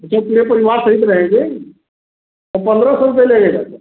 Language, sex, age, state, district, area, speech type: Hindi, male, 45-60, Uttar Pradesh, Varanasi, urban, conversation